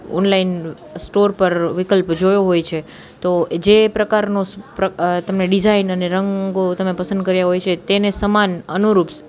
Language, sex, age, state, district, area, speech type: Gujarati, female, 18-30, Gujarat, Junagadh, urban, spontaneous